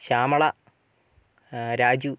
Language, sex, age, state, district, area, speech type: Malayalam, male, 45-60, Kerala, Wayanad, rural, spontaneous